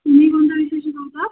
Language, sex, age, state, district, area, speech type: Marathi, female, 18-30, Maharashtra, Mumbai Suburban, urban, conversation